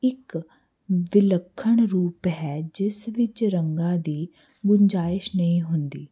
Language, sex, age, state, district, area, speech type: Punjabi, female, 18-30, Punjab, Hoshiarpur, urban, spontaneous